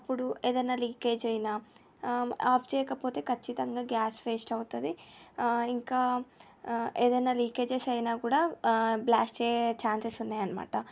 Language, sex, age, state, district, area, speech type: Telugu, female, 18-30, Telangana, Medchal, urban, spontaneous